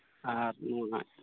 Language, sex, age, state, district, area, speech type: Santali, male, 30-45, West Bengal, Malda, rural, conversation